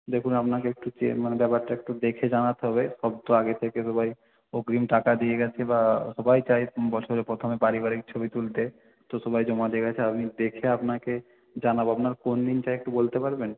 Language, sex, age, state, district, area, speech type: Bengali, male, 18-30, West Bengal, South 24 Parganas, rural, conversation